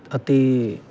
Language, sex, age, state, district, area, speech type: Punjabi, male, 18-30, Punjab, Muktsar, rural, spontaneous